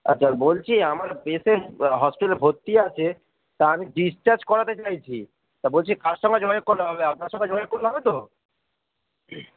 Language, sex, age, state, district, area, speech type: Bengali, male, 45-60, West Bengal, Hooghly, rural, conversation